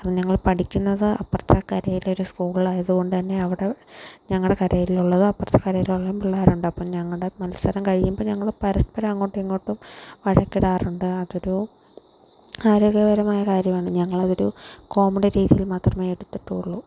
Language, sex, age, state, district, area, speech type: Malayalam, female, 18-30, Kerala, Alappuzha, rural, spontaneous